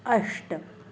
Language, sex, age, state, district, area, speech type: Sanskrit, female, 60+, Maharashtra, Nagpur, urban, read